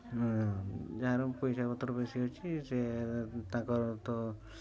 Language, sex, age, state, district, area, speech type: Odia, male, 30-45, Odisha, Mayurbhanj, rural, spontaneous